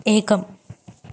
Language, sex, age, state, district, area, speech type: Sanskrit, female, 18-30, Kerala, Kottayam, rural, read